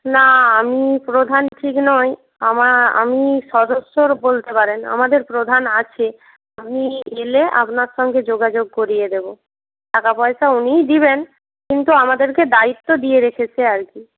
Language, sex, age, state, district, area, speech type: Bengali, female, 18-30, West Bengal, Purba Medinipur, rural, conversation